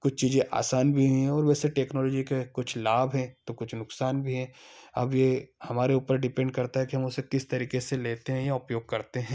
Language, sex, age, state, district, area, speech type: Hindi, male, 30-45, Madhya Pradesh, Ujjain, urban, spontaneous